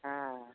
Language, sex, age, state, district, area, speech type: Odia, female, 45-60, Odisha, Angul, rural, conversation